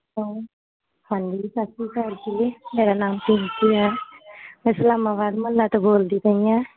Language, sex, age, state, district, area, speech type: Punjabi, female, 30-45, Punjab, Gurdaspur, urban, conversation